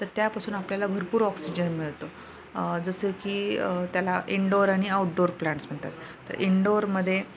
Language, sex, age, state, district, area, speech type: Marathi, female, 30-45, Maharashtra, Nanded, rural, spontaneous